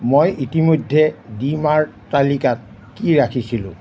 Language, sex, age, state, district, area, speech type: Assamese, male, 60+, Assam, Darrang, rural, read